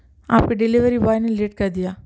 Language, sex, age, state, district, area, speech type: Urdu, male, 30-45, Telangana, Hyderabad, urban, spontaneous